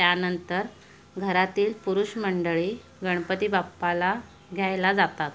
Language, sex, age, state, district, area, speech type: Marathi, female, 30-45, Maharashtra, Ratnagiri, rural, spontaneous